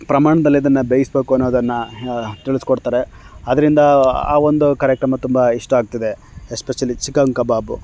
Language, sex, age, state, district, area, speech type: Kannada, male, 30-45, Karnataka, Chamarajanagar, rural, spontaneous